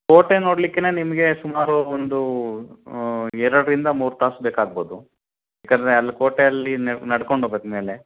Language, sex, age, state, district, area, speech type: Kannada, male, 30-45, Karnataka, Chitradurga, rural, conversation